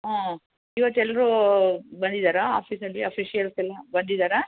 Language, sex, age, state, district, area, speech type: Kannada, female, 60+, Karnataka, Chamarajanagar, urban, conversation